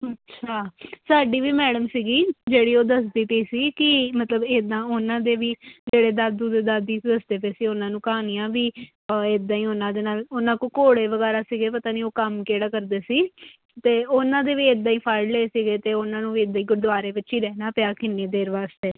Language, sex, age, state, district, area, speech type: Punjabi, female, 18-30, Punjab, Kapurthala, urban, conversation